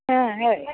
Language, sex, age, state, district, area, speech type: Kannada, female, 60+, Karnataka, Koppal, rural, conversation